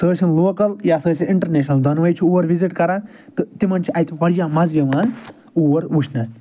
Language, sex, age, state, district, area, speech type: Kashmiri, male, 45-60, Jammu and Kashmir, Srinagar, urban, spontaneous